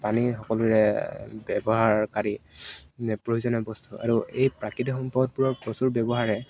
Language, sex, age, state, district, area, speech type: Assamese, male, 18-30, Assam, Dibrugarh, urban, spontaneous